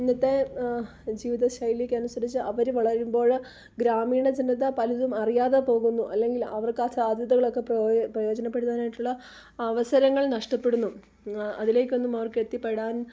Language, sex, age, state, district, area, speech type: Malayalam, female, 30-45, Kerala, Idukki, rural, spontaneous